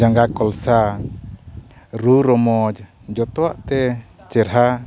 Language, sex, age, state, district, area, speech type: Santali, male, 45-60, Odisha, Mayurbhanj, rural, spontaneous